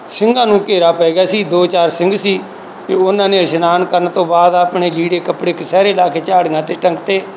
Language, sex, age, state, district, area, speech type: Punjabi, male, 60+, Punjab, Bathinda, rural, spontaneous